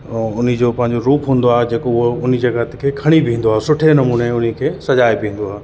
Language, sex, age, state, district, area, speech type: Sindhi, male, 30-45, Uttar Pradesh, Lucknow, rural, spontaneous